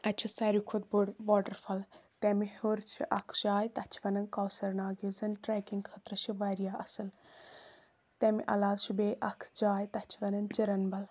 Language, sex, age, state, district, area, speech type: Kashmiri, female, 18-30, Jammu and Kashmir, Kulgam, rural, spontaneous